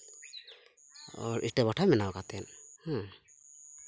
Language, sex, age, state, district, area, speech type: Santali, male, 18-30, West Bengal, Purulia, rural, spontaneous